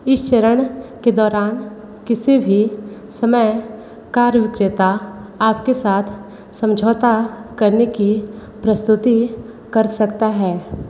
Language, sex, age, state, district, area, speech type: Hindi, female, 30-45, Uttar Pradesh, Sonbhadra, rural, read